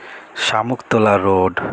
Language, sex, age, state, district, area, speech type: Bengali, male, 30-45, West Bengal, Alipurduar, rural, spontaneous